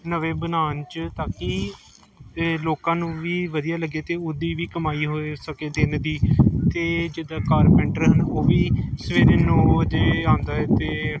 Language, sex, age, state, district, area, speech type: Punjabi, male, 18-30, Punjab, Gurdaspur, urban, spontaneous